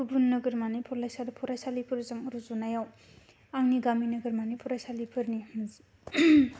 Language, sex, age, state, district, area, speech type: Bodo, female, 18-30, Assam, Kokrajhar, rural, spontaneous